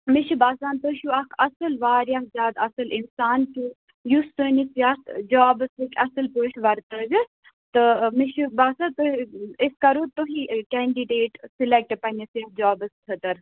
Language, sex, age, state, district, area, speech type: Kashmiri, female, 18-30, Jammu and Kashmir, Baramulla, rural, conversation